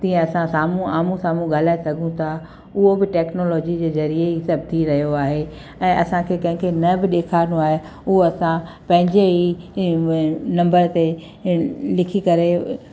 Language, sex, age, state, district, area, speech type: Sindhi, female, 60+, Gujarat, Kutch, urban, spontaneous